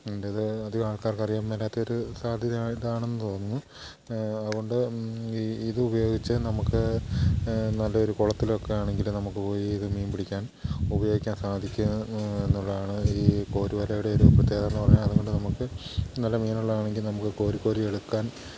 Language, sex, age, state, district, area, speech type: Malayalam, male, 45-60, Kerala, Idukki, rural, spontaneous